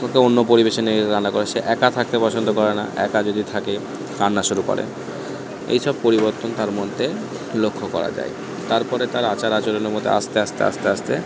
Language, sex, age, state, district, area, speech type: Bengali, male, 45-60, West Bengal, Purba Bardhaman, rural, spontaneous